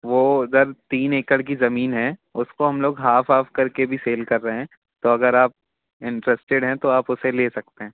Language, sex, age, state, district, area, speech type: Hindi, male, 30-45, Madhya Pradesh, Jabalpur, urban, conversation